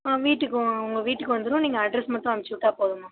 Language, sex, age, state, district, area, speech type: Tamil, female, 45-60, Tamil Nadu, Tiruvarur, rural, conversation